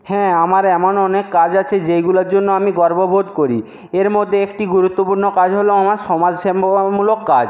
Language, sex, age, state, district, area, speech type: Bengali, male, 60+, West Bengal, Jhargram, rural, spontaneous